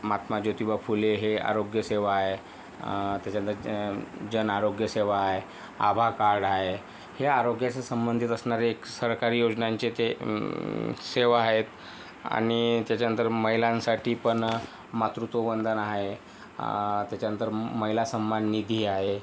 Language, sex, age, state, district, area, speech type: Marathi, male, 18-30, Maharashtra, Yavatmal, rural, spontaneous